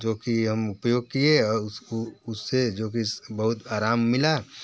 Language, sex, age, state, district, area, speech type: Hindi, male, 45-60, Uttar Pradesh, Varanasi, urban, spontaneous